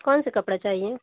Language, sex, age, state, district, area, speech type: Hindi, female, 45-60, Uttar Pradesh, Mau, rural, conversation